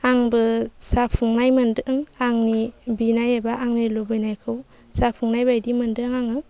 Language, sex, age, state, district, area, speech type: Bodo, female, 30-45, Assam, Baksa, rural, spontaneous